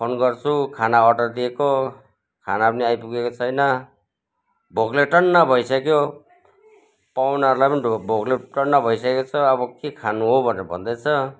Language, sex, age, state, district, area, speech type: Nepali, male, 60+, West Bengal, Kalimpong, rural, spontaneous